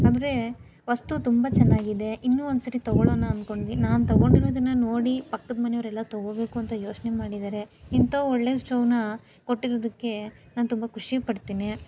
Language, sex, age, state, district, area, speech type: Kannada, female, 18-30, Karnataka, Chikkaballapur, rural, spontaneous